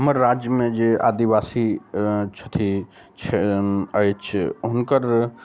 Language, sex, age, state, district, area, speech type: Maithili, male, 45-60, Bihar, Araria, rural, spontaneous